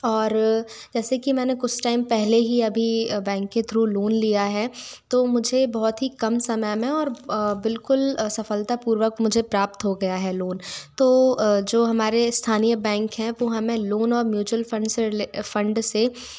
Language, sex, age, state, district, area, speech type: Hindi, female, 30-45, Madhya Pradesh, Bhopal, urban, spontaneous